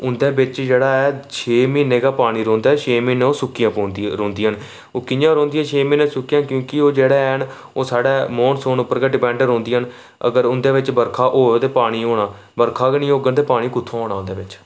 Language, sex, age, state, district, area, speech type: Dogri, male, 18-30, Jammu and Kashmir, Reasi, rural, spontaneous